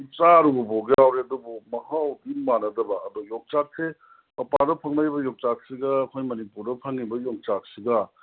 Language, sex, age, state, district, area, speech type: Manipuri, male, 30-45, Manipur, Kangpokpi, urban, conversation